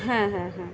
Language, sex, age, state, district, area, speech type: Bengali, female, 30-45, West Bengal, Kolkata, urban, spontaneous